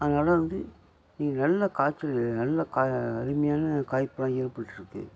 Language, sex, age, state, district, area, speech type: Tamil, male, 45-60, Tamil Nadu, Nagapattinam, rural, spontaneous